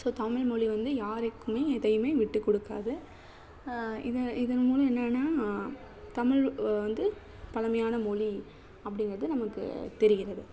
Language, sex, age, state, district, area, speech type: Tamil, female, 30-45, Tamil Nadu, Thanjavur, urban, spontaneous